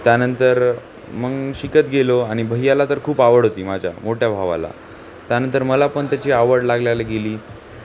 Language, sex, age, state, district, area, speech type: Marathi, male, 18-30, Maharashtra, Nanded, urban, spontaneous